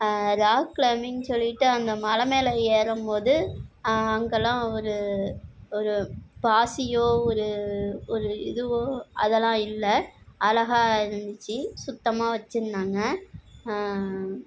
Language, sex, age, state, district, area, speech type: Tamil, female, 30-45, Tamil Nadu, Nagapattinam, rural, spontaneous